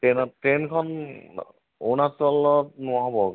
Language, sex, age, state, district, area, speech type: Assamese, male, 60+, Assam, Tinsukia, rural, conversation